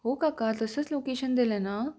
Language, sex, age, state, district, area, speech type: Marathi, female, 18-30, Maharashtra, Pune, urban, spontaneous